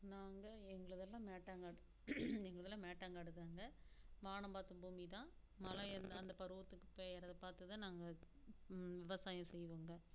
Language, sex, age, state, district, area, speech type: Tamil, female, 45-60, Tamil Nadu, Namakkal, rural, spontaneous